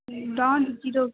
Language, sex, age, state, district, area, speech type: Maithili, female, 18-30, Bihar, Madhubani, urban, conversation